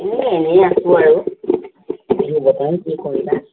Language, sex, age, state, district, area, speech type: Assamese, female, 30-45, Assam, Tinsukia, urban, conversation